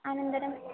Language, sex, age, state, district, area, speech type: Sanskrit, female, 18-30, Kerala, Thrissur, urban, conversation